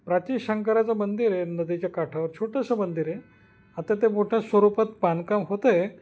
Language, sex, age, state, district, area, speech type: Marathi, male, 45-60, Maharashtra, Nashik, urban, spontaneous